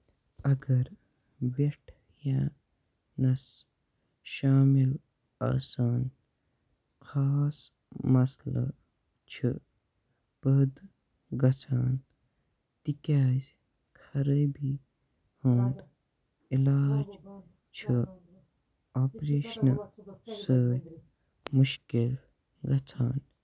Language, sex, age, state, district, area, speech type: Kashmiri, male, 18-30, Jammu and Kashmir, Kupwara, rural, read